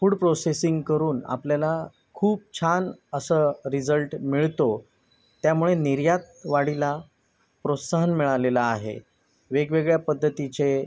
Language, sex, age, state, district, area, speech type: Marathi, male, 30-45, Maharashtra, Sindhudurg, rural, spontaneous